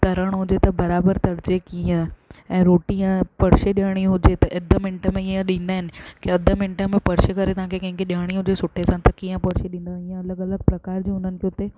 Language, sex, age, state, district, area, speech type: Sindhi, female, 18-30, Gujarat, Surat, urban, spontaneous